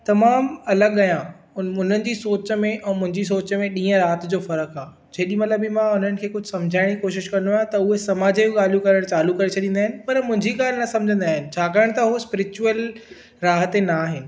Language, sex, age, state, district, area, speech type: Sindhi, male, 18-30, Maharashtra, Thane, urban, spontaneous